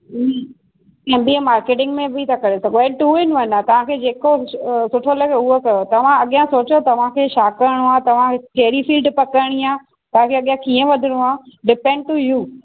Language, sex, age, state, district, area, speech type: Sindhi, female, 30-45, Maharashtra, Thane, urban, conversation